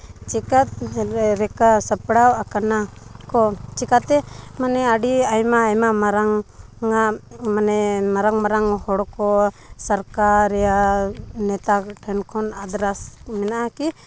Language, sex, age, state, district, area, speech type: Santali, female, 18-30, Jharkhand, Seraikela Kharsawan, rural, spontaneous